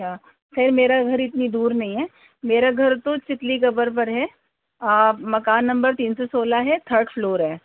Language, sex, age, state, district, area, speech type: Urdu, female, 45-60, Delhi, North East Delhi, urban, conversation